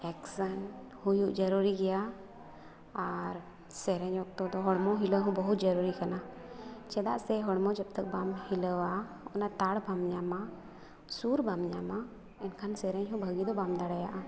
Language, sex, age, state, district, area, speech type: Santali, female, 30-45, Jharkhand, Seraikela Kharsawan, rural, spontaneous